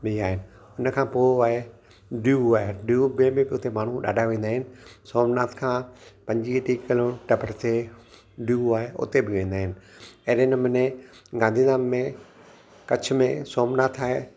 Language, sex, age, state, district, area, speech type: Sindhi, male, 60+, Gujarat, Kutch, urban, spontaneous